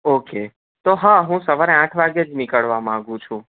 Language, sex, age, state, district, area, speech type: Gujarati, male, 18-30, Gujarat, Anand, urban, conversation